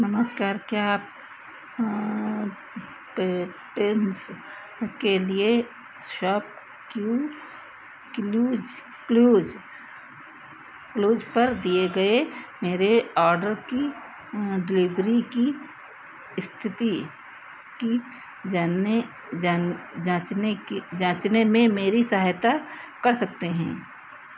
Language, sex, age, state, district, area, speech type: Hindi, female, 60+, Uttar Pradesh, Sitapur, rural, read